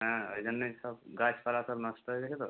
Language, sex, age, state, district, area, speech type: Bengali, male, 18-30, West Bengal, Purba Medinipur, rural, conversation